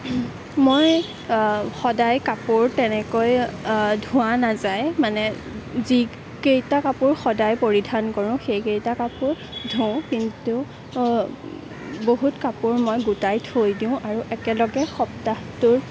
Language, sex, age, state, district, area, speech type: Assamese, female, 18-30, Assam, Kamrup Metropolitan, urban, spontaneous